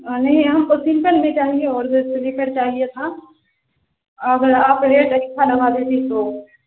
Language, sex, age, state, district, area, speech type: Urdu, female, 18-30, Bihar, Saharsa, rural, conversation